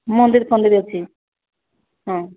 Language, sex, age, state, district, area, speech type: Odia, female, 45-60, Odisha, Sambalpur, rural, conversation